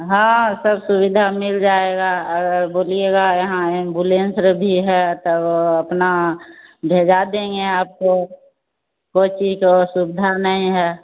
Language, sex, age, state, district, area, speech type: Hindi, female, 45-60, Bihar, Begusarai, urban, conversation